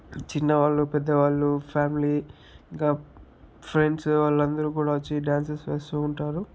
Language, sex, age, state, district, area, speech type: Telugu, male, 60+, Andhra Pradesh, Chittoor, rural, spontaneous